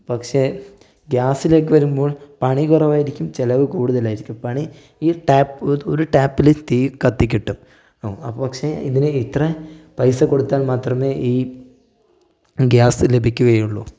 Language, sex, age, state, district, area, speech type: Malayalam, male, 18-30, Kerala, Wayanad, rural, spontaneous